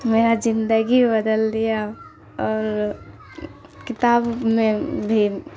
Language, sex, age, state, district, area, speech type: Urdu, female, 18-30, Bihar, Khagaria, rural, spontaneous